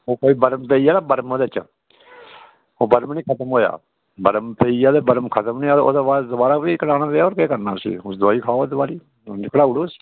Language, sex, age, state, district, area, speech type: Dogri, male, 60+, Jammu and Kashmir, Udhampur, rural, conversation